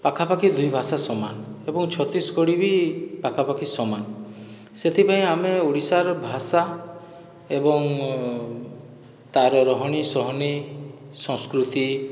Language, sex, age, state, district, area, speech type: Odia, male, 45-60, Odisha, Boudh, rural, spontaneous